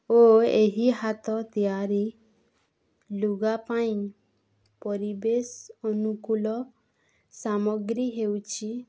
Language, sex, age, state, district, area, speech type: Odia, female, 30-45, Odisha, Balangir, urban, spontaneous